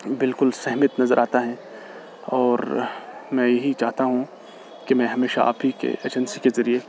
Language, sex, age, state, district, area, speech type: Urdu, male, 18-30, Jammu and Kashmir, Srinagar, rural, spontaneous